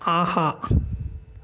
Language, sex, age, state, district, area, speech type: Tamil, male, 18-30, Tamil Nadu, Coimbatore, urban, read